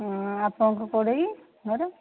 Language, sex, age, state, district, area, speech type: Odia, female, 45-60, Odisha, Angul, rural, conversation